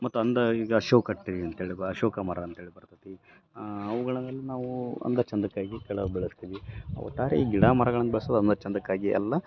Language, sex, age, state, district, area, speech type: Kannada, male, 30-45, Karnataka, Bellary, rural, spontaneous